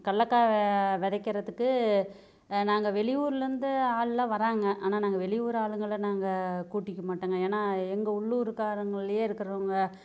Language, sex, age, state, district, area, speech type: Tamil, female, 45-60, Tamil Nadu, Namakkal, rural, spontaneous